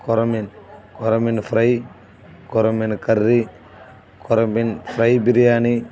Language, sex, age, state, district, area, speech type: Telugu, male, 30-45, Andhra Pradesh, Bapatla, rural, spontaneous